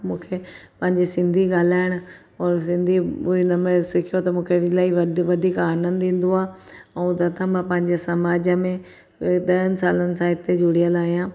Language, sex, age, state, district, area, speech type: Sindhi, female, 45-60, Gujarat, Surat, urban, spontaneous